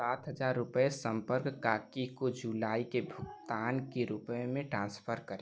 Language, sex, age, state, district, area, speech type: Hindi, male, 18-30, Uttar Pradesh, Chandauli, rural, read